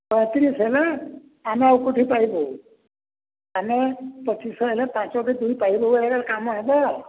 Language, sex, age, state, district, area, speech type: Odia, male, 60+, Odisha, Balangir, urban, conversation